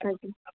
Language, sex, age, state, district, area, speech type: Odia, female, 45-60, Odisha, Sundergarh, rural, conversation